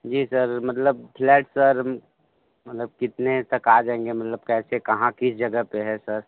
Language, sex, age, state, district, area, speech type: Hindi, male, 30-45, Uttar Pradesh, Sonbhadra, rural, conversation